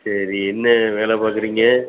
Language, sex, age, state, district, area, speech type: Tamil, male, 45-60, Tamil Nadu, Thoothukudi, rural, conversation